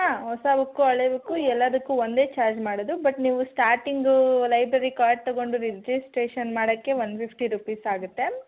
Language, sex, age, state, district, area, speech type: Kannada, female, 18-30, Karnataka, Hassan, rural, conversation